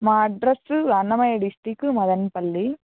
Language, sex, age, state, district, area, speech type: Telugu, female, 18-30, Andhra Pradesh, Annamaya, rural, conversation